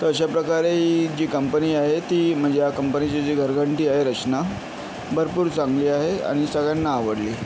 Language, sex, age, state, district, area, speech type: Marathi, male, 30-45, Maharashtra, Yavatmal, urban, spontaneous